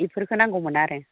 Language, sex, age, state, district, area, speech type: Bodo, female, 45-60, Assam, Baksa, rural, conversation